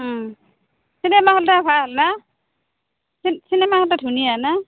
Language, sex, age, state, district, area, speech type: Assamese, female, 45-60, Assam, Goalpara, urban, conversation